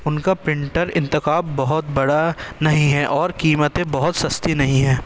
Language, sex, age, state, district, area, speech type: Urdu, male, 18-30, Delhi, East Delhi, urban, read